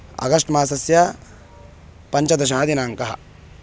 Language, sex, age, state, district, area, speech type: Sanskrit, male, 18-30, Karnataka, Bangalore Rural, urban, spontaneous